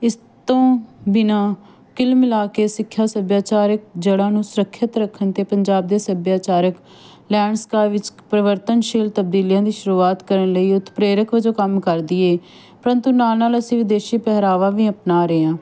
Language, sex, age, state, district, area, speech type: Punjabi, female, 30-45, Punjab, Fatehgarh Sahib, rural, spontaneous